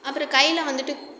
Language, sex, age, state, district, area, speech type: Tamil, female, 30-45, Tamil Nadu, Cuddalore, rural, spontaneous